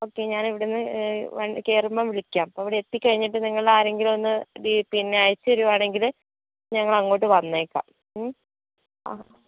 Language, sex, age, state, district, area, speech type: Malayalam, female, 60+, Kerala, Wayanad, rural, conversation